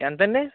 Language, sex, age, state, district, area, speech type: Telugu, male, 18-30, Andhra Pradesh, Eluru, urban, conversation